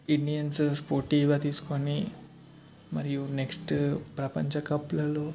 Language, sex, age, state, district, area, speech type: Telugu, male, 18-30, Telangana, Ranga Reddy, urban, spontaneous